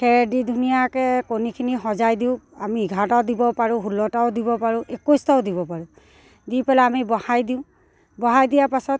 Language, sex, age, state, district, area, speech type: Assamese, female, 45-60, Assam, Dibrugarh, urban, spontaneous